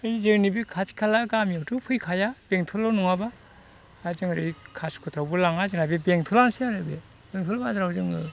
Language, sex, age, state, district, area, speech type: Bodo, male, 60+, Assam, Chirang, rural, spontaneous